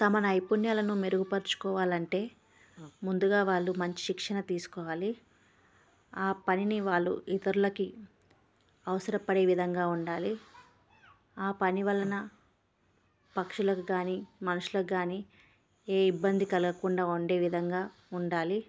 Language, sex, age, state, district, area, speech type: Telugu, female, 18-30, Andhra Pradesh, Krishna, urban, spontaneous